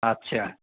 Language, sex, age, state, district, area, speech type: Bengali, male, 60+, West Bengal, Paschim Bardhaman, rural, conversation